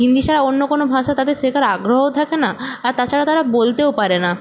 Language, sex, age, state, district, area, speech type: Bengali, female, 18-30, West Bengal, Purba Medinipur, rural, spontaneous